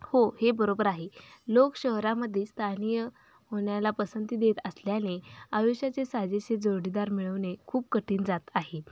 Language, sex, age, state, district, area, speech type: Marathi, female, 18-30, Maharashtra, Sangli, rural, spontaneous